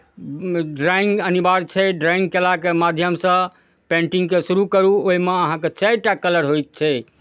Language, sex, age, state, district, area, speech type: Maithili, male, 45-60, Bihar, Darbhanga, rural, spontaneous